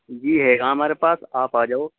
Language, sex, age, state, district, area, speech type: Urdu, male, 18-30, Uttar Pradesh, Muzaffarnagar, urban, conversation